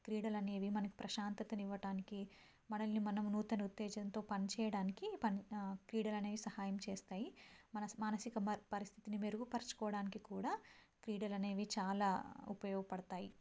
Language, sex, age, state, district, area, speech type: Telugu, female, 18-30, Telangana, Karimnagar, rural, spontaneous